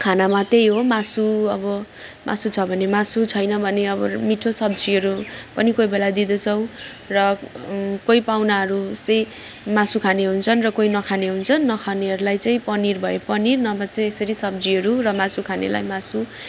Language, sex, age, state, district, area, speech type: Nepali, female, 45-60, West Bengal, Darjeeling, rural, spontaneous